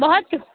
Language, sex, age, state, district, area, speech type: Urdu, female, 18-30, Uttar Pradesh, Lucknow, rural, conversation